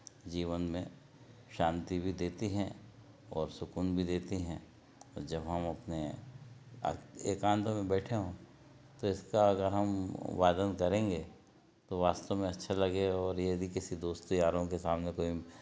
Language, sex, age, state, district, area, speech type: Hindi, male, 60+, Madhya Pradesh, Betul, urban, spontaneous